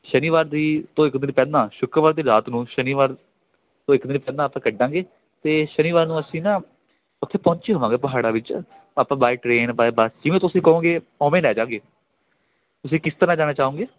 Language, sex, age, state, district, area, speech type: Punjabi, male, 18-30, Punjab, Ludhiana, rural, conversation